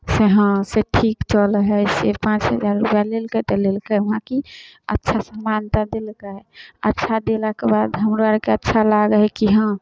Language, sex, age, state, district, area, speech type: Maithili, female, 18-30, Bihar, Samastipur, rural, spontaneous